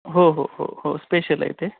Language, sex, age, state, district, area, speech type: Marathi, male, 30-45, Maharashtra, Osmanabad, rural, conversation